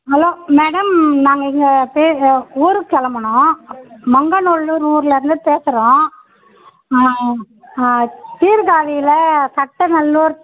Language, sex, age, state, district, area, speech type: Tamil, female, 60+, Tamil Nadu, Mayiladuthurai, rural, conversation